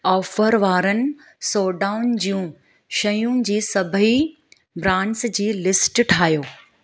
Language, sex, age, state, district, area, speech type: Sindhi, female, 30-45, Gujarat, Surat, urban, read